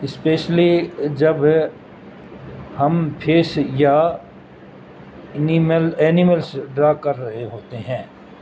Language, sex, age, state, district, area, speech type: Urdu, male, 60+, Uttar Pradesh, Gautam Buddha Nagar, urban, spontaneous